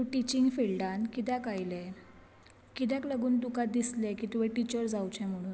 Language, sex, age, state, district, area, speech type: Goan Konkani, female, 18-30, Goa, Bardez, rural, spontaneous